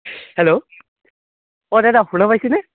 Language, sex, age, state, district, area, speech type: Assamese, male, 18-30, Assam, Barpeta, rural, conversation